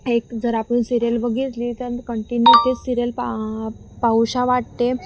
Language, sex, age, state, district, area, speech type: Marathi, female, 18-30, Maharashtra, Wardha, rural, spontaneous